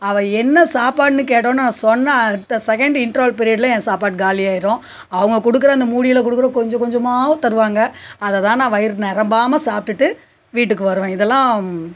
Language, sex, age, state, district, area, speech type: Tamil, female, 45-60, Tamil Nadu, Cuddalore, rural, spontaneous